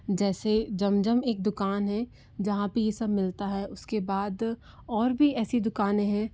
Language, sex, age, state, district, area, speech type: Hindi, female, 30-45, Madhya Pradesh, Bhopal, urban, spontaneous